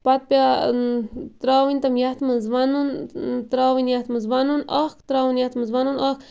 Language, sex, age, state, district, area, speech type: Kashmiri, female, 30-45, Jammu and Kashmir, Bandipora, rural, spontaneous